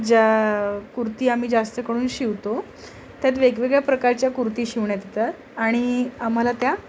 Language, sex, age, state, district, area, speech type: Marathi, female, 45-60, Maharashtra, Nagpur, urban, spontaneous